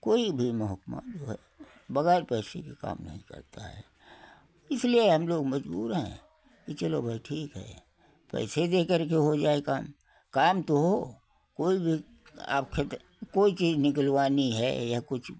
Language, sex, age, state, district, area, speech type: Hindi, male, 60+, Uttar Pradesh, Hardoi, rural, spontaneous